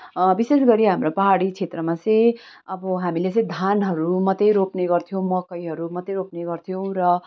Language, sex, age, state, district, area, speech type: Nepali, female, 30-45, West Bengal, Kalimpong, rural, spontaneous